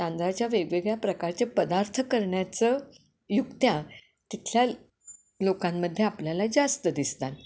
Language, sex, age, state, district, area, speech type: Marathi, female, 60+, Maharashtra, Kolhapur, urban, spontaneous